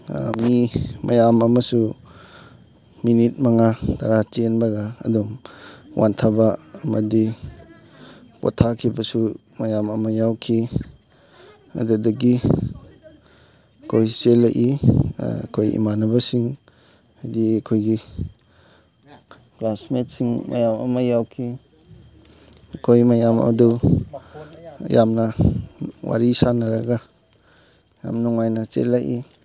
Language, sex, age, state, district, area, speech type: Manipuri, male, 18-30, Manipur, Chandel, rural, spontaneous